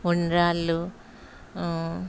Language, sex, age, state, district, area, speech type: Telugu, female, 30-45, Andhra Pradesh, Anakapalli, urban, spontaneous